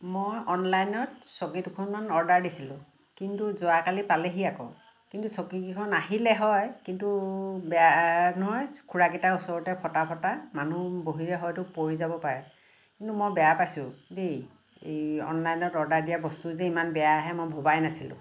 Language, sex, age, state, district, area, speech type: Assamese, female, 60+, Assam, Lakhimpur, urban, spontaneous